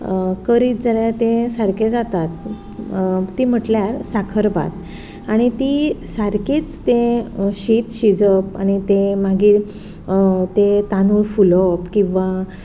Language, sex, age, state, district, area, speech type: Goan Konkani, female, 45-60, Goa, Ponda, rural, spontaneous